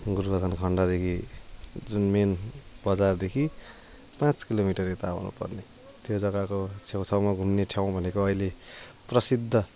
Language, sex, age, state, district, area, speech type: Nepali, male, 30-45, West Bengal, Jalpaiguri, urban, spontaneous